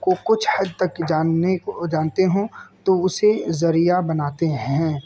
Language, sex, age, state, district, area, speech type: Urdu, male, 18-30, Uttar Pradesh, Balrampur, rural, spontaneous